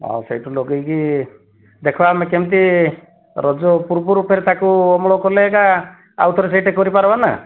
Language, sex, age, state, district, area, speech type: Odia, male, 30-45, Odisha, Kandhamal, rural, conversation